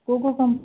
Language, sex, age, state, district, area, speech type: Odia, female, 60+, Odisha, Kandhamal, rural, conversation